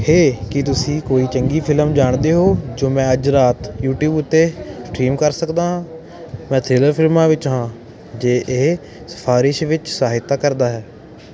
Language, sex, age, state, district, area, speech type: Punjabi, male, 18-30, Punjab, Ludhiana, urban, read